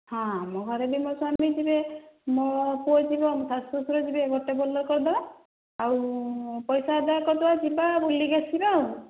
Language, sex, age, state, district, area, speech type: Odia, female, 30-45, Odisha, Dhenkanal, rural, conversation